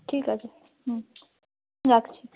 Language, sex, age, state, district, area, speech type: Bengali, female, 30-45, West Bengal, North 24 Parganas, rural, conversation